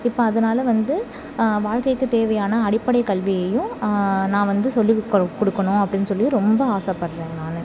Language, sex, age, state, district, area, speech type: Tamil, female, 30-45, Tamil Nadu, Thanjavur, rural, spontaneous